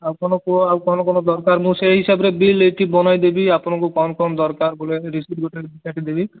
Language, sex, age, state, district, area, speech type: Odia, male, 18-30, Odisha, Malkangiri, urban, conversation